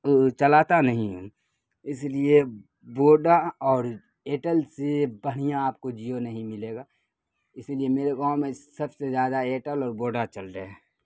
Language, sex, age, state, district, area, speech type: Urdu, male, 30-45, Bihar, Khagaria, urban, spontaneous